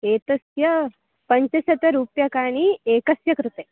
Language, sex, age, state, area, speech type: Sanskrit, female, 18-30, Goa, urban, conversation